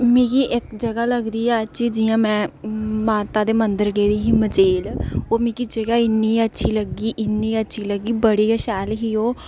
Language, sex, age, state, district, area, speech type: Dogri, female, 18-30, Jammu and Kashmir, Udhampur, rural, spontaneous